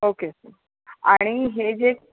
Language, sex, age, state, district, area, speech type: Marathi, female, 30-45, Maharashtra, Kolhapur, urban, conversation